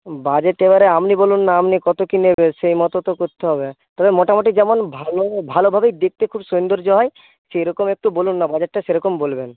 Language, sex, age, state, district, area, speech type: Bengali, male, 18-30, West Bengal, Paschim Medinipur, rural, conversation